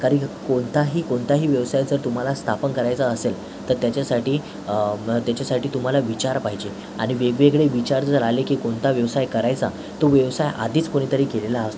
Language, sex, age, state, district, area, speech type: Marathi, male, 18-30, Maharashtra, Thane, urban, spontaneous